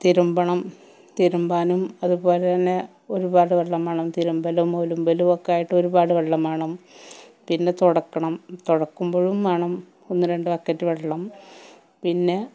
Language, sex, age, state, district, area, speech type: Malayalam, female, 30-45, Kerala, Malappuram, rural, spontaneous